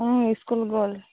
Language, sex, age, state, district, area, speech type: Assamese, female, 30-45, Assam, Dhemaji, rural, conversation